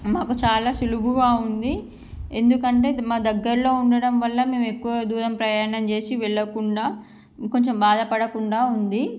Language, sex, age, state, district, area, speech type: Telugu, female, 18-30, Andhra Pradesh, Srikakulam, urban, spontaneous